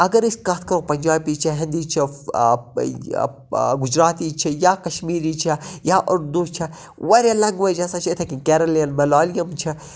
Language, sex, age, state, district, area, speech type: Kashmiri, male, 30-45, Jammu and Kashmir, Budgam, rural, spontaneous